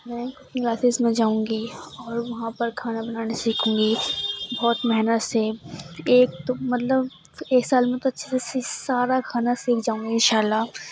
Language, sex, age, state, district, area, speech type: Urdu, female, 18-30, Uttar Pradesh, Ghaziabad, urban, spontaneous